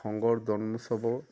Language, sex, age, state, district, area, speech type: Assamese, male, 60+, Assam, Majuli, urban, spontaneous